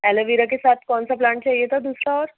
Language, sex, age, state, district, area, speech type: Urdu, female, 30-45, Delhi, East Delhi, urban, conversation